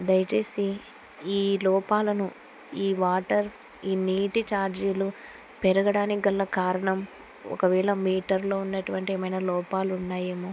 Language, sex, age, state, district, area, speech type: Telugu, female, 45-60, Andhra Pradesh, Kurnool, rural, spontaneous